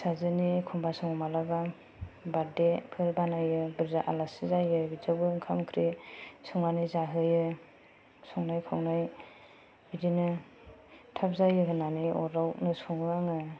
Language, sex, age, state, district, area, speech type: Bodo, female, 30-45, Assam, Kokrajhar, rural, spontaneous